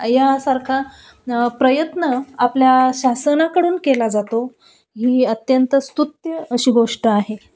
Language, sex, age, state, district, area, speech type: Marathi, female, 30-45, Maharashtra, Nashik, urban, spontaneous